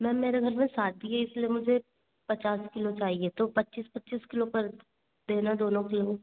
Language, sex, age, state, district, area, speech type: Hindi, female, 18-30, Madhya Pradesh, Betul, urban, conversation